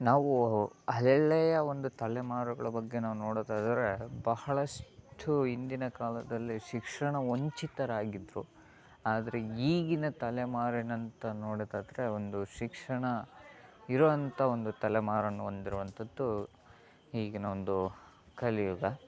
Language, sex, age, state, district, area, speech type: Kannada, male, 18-30, Karnataka, Chitradurga, rural, spontaneous